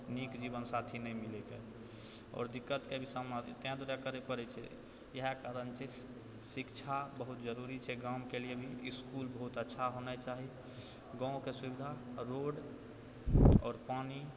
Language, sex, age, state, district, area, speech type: Maithili, male, 60+, Bihar, Purnia, urban, spontaneous